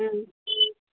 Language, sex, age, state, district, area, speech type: Manipuri, female, 18-30, Manipur, Kakching, rural, conversation